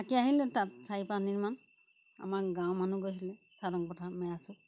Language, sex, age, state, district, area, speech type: Assamese, female, 60+, Assam, Golaghat, rural, spontaneous